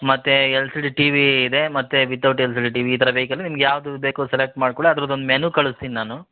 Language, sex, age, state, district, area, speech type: Kannada, male, 30-45, Karnataka, Shimoga, urban, conversation